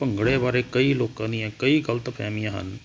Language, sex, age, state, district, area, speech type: Punjabi, male, 45-60, Punjab, Hoshiarpur, urban, spontaneous